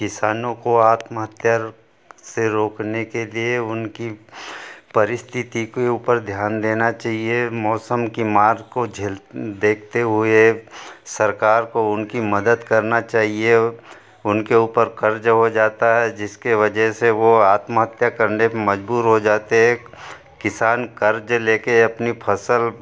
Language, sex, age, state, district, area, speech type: Hindi, male, 60+, Madhya Pradesh, Betul, rural, spontaneous